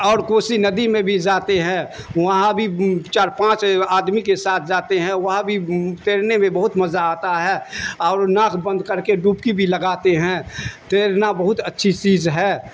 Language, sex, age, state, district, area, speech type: Urdu, male, 60+, Bihar, Darbhanga, rural, spontaneous